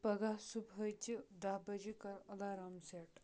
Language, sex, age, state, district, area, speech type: Kashmiri, male, 18-30, Jammu and Kashmir, Kupwara, rural, read